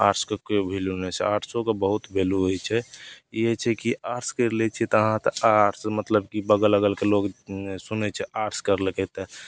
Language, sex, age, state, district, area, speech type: Maithili, male, 18-30, Bihar, Madhepura, rural, spontaneous